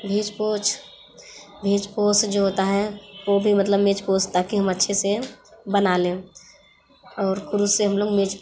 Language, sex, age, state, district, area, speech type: Hindi, female, 18-30, Uttar Pradesh, Mirzapur, rural, spontaneous